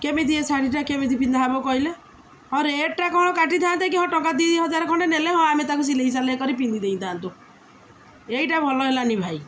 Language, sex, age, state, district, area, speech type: Odia, female, 30-45, Odisha, Jagatsinghpur, urban, spontaneous